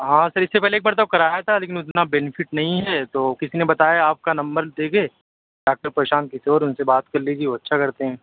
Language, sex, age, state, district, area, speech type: Urdu, male, 18-30, Delhi, South Delhi, urban, conversation